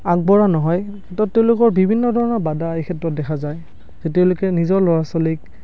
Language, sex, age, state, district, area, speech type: Assamese, male, 18-30, Assam, Barpeta, rural, spontaneous